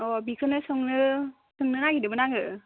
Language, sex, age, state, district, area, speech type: Bodo, female, 18-30, Assam, Baksa, rural, conversation